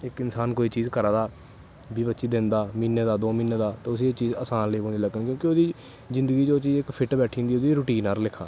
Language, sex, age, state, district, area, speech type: Dogri, male, 18-30, Jammu and Kashmir, Kathua, rural, spontaneous